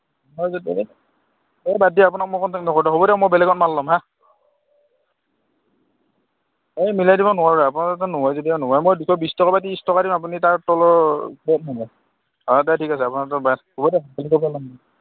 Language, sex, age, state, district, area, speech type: Assamese, male, 30-45, Assam, Darrang, rural, conversation